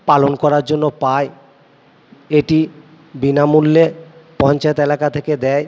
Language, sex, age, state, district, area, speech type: Bengali, male, 60+, West Bengal, Purba Bardhaman, urban, spontaneous